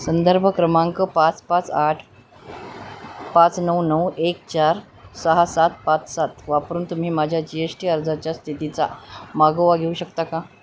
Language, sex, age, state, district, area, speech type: Marathi, female, 45-60, Maharashtra, Nanded, rural, read